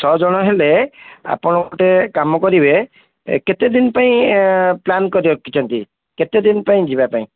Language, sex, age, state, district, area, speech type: Odia, male, 45-60, Odisha, Cuttack, urban, conversation